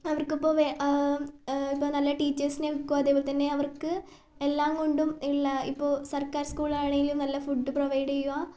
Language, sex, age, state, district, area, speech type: Malayalam, female, 18-30, Kerala, Wayanad, rural, spontaneous